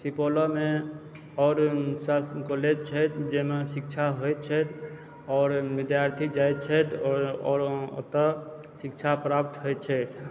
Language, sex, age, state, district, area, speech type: Maithili, male, 30-45, Bihar, Supaul, urban, spontaneous